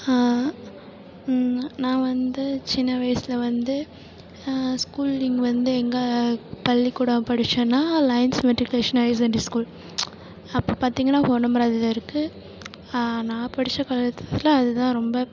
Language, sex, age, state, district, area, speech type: Tamil, female, 18-30, Tamil Nadu, Perambalur, rural, spontaneous